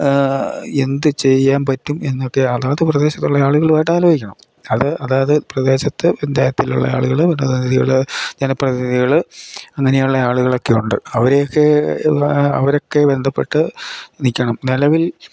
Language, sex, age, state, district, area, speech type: Malayalam, male, 60+, Kerala, Idukki, rural, spontaneous